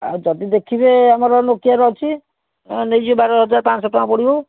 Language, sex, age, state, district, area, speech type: Odia, male, 45-60, Odisha, Bhadrak, rural, conversation